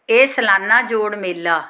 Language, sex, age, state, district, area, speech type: Punjabi, female, 45-60, Punjab, Fatehgarh Sahib, rural, spontaneous